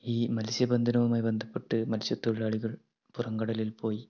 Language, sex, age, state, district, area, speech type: Malayalam, male, 18-30, Kerala, Kannur, rural, spontaneous